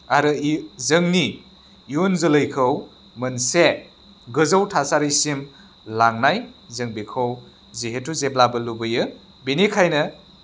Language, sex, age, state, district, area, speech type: Bodo, male, 30-45, Assam, Chirang, rural, spontaneous